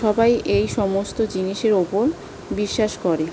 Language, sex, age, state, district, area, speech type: Bengali, female, 18-30, West Bengal, South 24 Parganas, rural, spontaneous